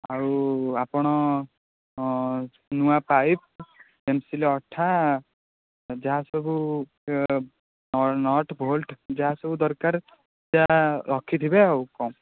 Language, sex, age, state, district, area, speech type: Odia, male, 18-30, Odisha, Jagatsinghpur, rural, conversation